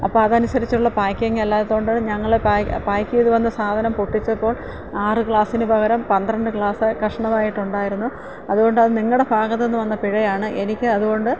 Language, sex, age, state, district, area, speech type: Malayalam, female, 60+, Kerala, Thiruvananthapuram, rural, spontaneous